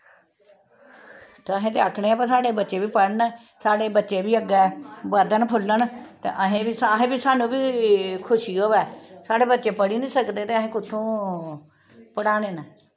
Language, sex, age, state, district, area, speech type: Dogri, female, 45-60, Jammu and Kashmir, Samba, urban, spontaneous